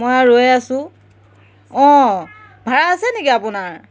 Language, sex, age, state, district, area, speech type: Assamese, female, 30-45, Assam, Jorhat, urban, spontaneous